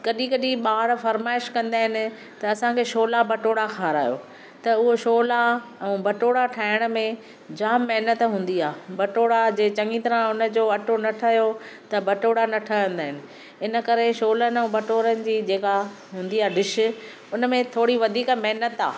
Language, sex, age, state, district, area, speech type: Sindhi, female, 60+, Maharashtra, Thane, urban, spontaneous